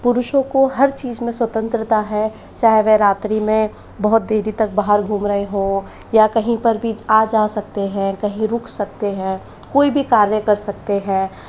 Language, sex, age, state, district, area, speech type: Hindi, female, 45-60, Rajasthan, Jaipur, urban, spontaneous